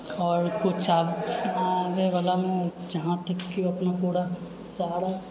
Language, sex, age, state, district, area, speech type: Maithili, male, 60+, Bihar, Purnia, rural, spontaneous